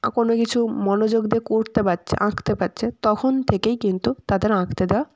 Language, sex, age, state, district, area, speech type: Bengali, female, 18-30, West Bengal, Jalpaiguri, rural, spontaneous